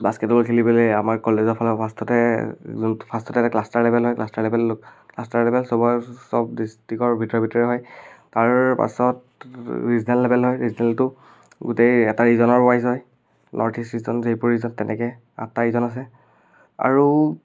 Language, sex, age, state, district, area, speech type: Assamese, male, 18-30, Assam, Biswanath, rural, spontaneous